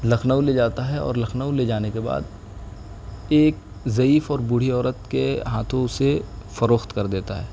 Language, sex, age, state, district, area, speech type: Urdu, male, 18-30, Uttar Pradesh, Siddharthnagar, rural, spontaneous